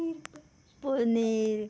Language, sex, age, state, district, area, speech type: Goan Konkani, female, 30-45, Goa, Murmgao, rural, spontaneous